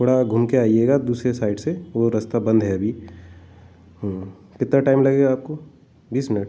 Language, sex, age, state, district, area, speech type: Hindi, male, 45-60, Madhya Pradesh, Jabalpur, urban, spontaneous